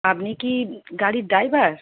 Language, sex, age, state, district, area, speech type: Bengali, female, 30-45, West Bengal, Darjeeling, rural, conversation